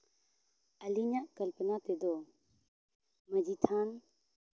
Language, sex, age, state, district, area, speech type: Santali, female, 18-30, Jharkhand, Seraikela Kharsawan, rural, spontaneous